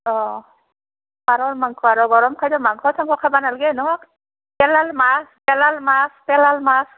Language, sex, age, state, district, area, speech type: Assamese, female, 45-60, Assam, Barpeta, rural, conversation